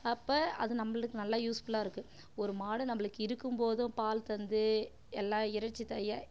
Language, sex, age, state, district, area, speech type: Tamil, female, 30-45, Tamil Nadu, Kallakurichi, rural, spontaneous